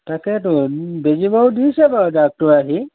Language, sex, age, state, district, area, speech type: Assamese, male, 45-60, Assam, Majuli, rural, conversation